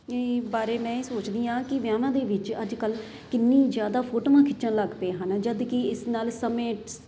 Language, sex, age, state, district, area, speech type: Punjabi, female, 30-45, Punjab, Ludhiana, urban, spontaneous